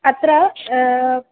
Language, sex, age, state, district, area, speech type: Sanskrit, female, 18-30, Kerala, Thrissur, urban, conversation